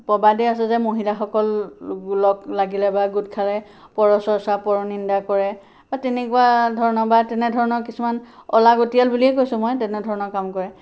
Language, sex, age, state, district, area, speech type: Assamese, female, 45-60, Assam, Sivasagar, rural, spontaneous